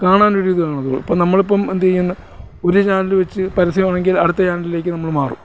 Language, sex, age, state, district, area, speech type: Malayalam, male, 45-60, Kerala, Alappuzha, urban, spontaneous